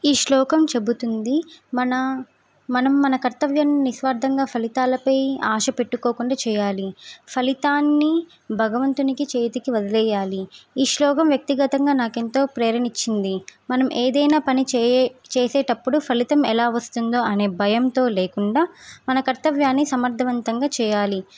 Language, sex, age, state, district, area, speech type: Telugu, female, 18-30, Telangana, Suryapet, urban, spontaneous